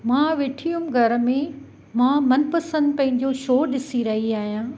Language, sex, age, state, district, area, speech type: Sindhi, female, 45-60, Gujarat, Kutch, rural, spontaneous